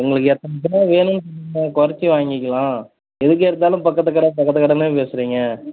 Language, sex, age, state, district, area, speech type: Tamil, male, 30-45, Tamil Nadu, Kallakurichi, urban, conversation